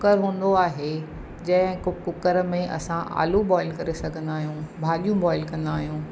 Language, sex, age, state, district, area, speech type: Sindhi, female, 45-60, Maharashtra, Mumbai Suburban, urban, spontaneous